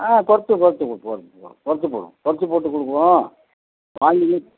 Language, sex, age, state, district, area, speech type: Tamil, male, 60+, Tamil Nadu, Nagapattinam, rural, conversation